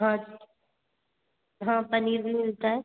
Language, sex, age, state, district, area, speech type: Hindi, female, 18-30, Madhya Pradesh, Betul, urban, conversation